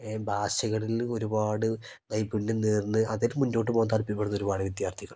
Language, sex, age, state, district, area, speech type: Malayalam, male, 18-30, Kerala, Kozhikode, rural, spontaneous